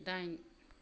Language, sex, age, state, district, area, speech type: Bodo, female, 60+, Assam, Kokrajhar, urban, read